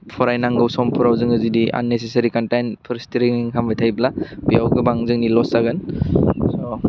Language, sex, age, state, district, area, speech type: Bodo, male, 18-30, Assam, Udalguri, urban, spontaneous